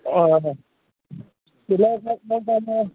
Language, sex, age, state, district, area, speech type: Nepali, male, 18-30, West Bengal, Jalpaiguri, rural, conversation